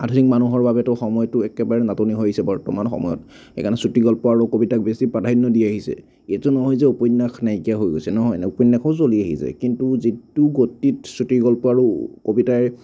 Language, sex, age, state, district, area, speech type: Assamese, male, 30-45, Assam, Nagaon, rural, spontaneous